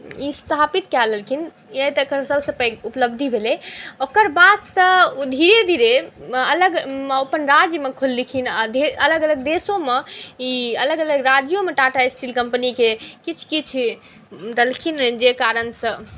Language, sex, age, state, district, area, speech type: Maithili, female, 18-30, Bihar, Saharsa, rural, spontaneous